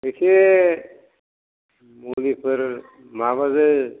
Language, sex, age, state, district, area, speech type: Bodo, male, 45-60, Assam, Chirang, rural, conversation